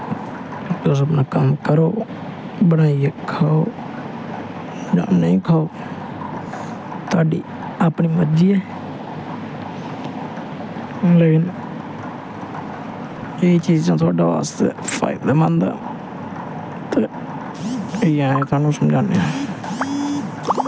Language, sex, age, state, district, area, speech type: Dogri, male, 18-30, Jammu and Kashmir, Samba, rural, spontaneous